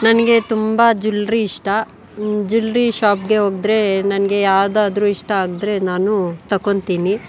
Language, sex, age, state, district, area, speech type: Kannada, female, 45-60, Karnataka, Bangalore Urban, rural, spontaneous